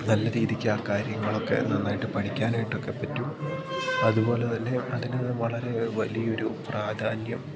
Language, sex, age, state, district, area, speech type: Malayalam, male, 18-30, Kerala, Idukki, rural, spontaneous